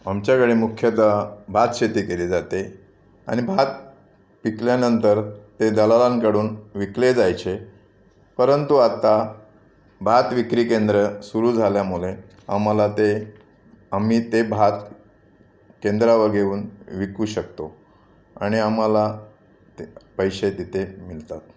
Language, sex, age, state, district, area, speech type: Marathi, male, 45-60, Maharashtra, Raigad, rural, spontaneous